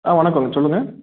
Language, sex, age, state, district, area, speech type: Tamil, male, 30-45, Tamil Nadu, Salem, urban, conversation